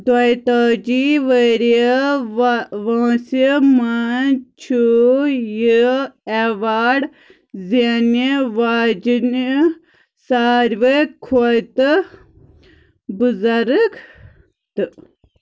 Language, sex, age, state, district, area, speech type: Kashmiri, female, 18-30, Jammu and Kashmir, Pulwama, rural, read